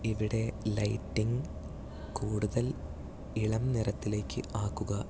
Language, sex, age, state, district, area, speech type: Malayalam, male, 18-30, Kerala, Malappuram, rural, read